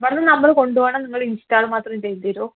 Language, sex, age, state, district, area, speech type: Malayalam, female, 18-30, Kerala, Palakkad, rural, conversation